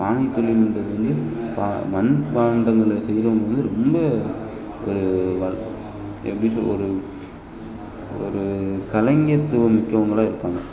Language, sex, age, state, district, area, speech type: Tamil, male, 18-30, Tamil Nadu, Perambalur, rural, spontaneous